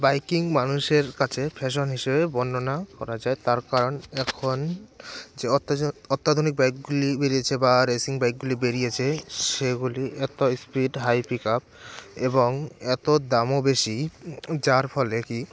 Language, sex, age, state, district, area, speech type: Bengali, male, 18-30, West Bengal, Jalpaiguri, rural, spontaneous